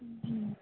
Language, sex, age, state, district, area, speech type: Hindi, female, 18-30, Bihar, Begusarai, rural, conversation